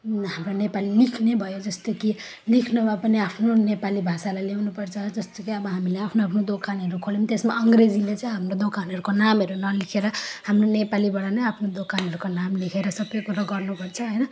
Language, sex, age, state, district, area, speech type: Nepali, female, 30-45, West Bengal, Jalpaiguri, rural, spontaneous